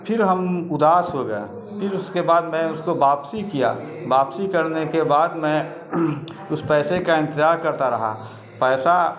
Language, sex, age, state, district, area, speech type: Urdu, male, 45-60, Bihar, Darbhanga, urban, spontaneous